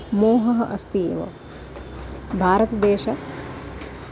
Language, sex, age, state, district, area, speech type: Sanskrit, female, 30-45, Maharashtra, Nagpur, urban, spontaneous